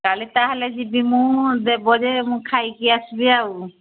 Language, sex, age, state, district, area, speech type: Odia, female, 60+, Odisha, Angul, rural, conversation